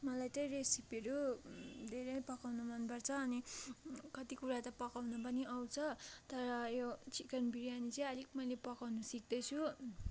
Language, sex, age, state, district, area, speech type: Nepali, female, 45-60, West Bengal, Darjeeling, rural, spontaneous